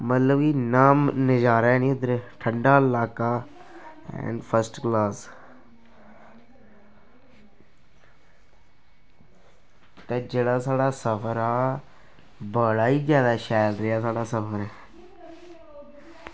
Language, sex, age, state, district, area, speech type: Dogri, male, 18-30, Jammu and Kashmir, Kathua, rural, spontaneous